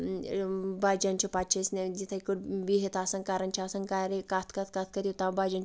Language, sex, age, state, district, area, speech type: Kashmiri, female, 45-60, Jammu and Kashmir, Anantnag, rural, spontaneous